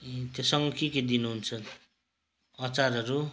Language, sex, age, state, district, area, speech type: Nepali, male, 45-60, West Bengal, Kalimpong, rural, spontaneous